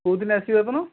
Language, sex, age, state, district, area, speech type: Odia, male, 45-60, Odisha, Kendujhar, urban, conversation